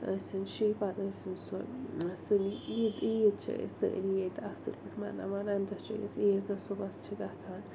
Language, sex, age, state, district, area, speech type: Kashmiri, female, 45-60, Jammu and Kashmir, Srinagar, urban, spontaneous